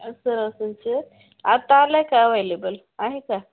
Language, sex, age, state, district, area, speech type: Marathi, female, 45-60, Maharashtra, Osmanabad, rural, conversation